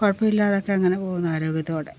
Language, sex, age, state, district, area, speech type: Malayalam, female, 45-60, Kerala, Pathanamthitta, rural, spontaneous